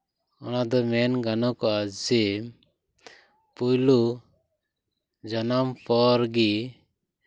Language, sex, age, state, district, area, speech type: Santali, male, 18-30, West Bengal, Purba Bardhaman, rural, spontaneous